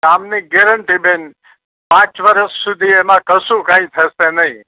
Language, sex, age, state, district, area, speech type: Gujarati, male, 60+, Gujarat, Kheda, rural, conversation